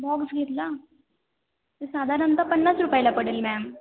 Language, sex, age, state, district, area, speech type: Marathi, female, 18-30, Maharashtra, Ahmednagar, rural, conversation